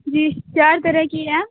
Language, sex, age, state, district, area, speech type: Urdu, female, 18-30, Bihar, Supaul, rural, conversation